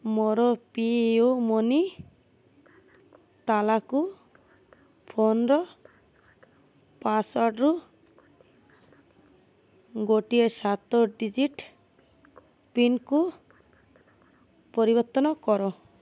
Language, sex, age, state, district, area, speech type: Odia, female, 30-45, Odisha, Malkangiri, urban, read